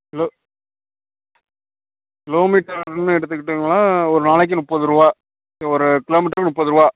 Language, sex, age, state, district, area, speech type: Tamil, male, 30-45, Tamil Nadu, Tiruvarur, rural, conversation